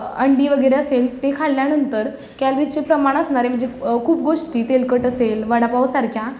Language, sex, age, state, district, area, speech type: Marathi, female, 18-30, Maharashtra, Satara, urban, spontaneous